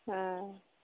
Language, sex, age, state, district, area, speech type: Maithili, female, 18-30, Bihar, Samastipur, rural, conversation